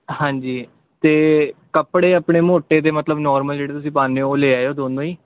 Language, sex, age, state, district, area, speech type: Punjabi, male, 18-30, Punjab, Ludhiana, urban, conversation